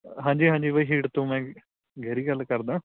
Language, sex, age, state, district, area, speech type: Punjabi, male, 18-30, Punjab, Patiala, rural, conversation